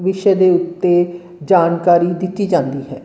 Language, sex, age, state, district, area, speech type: Punjabi, female, 45-60, Punjab, Fatehgarh Sahib, rural, spontaneous